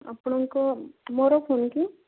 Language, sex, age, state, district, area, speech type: Odia, female, 18-30, Odisha, Malkangiri, urban, conversation